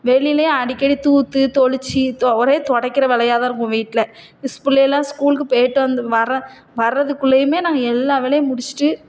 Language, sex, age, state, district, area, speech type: Tamil, female, 30-45, Tamil Nadu, Thoothukudi, urban, spontaneous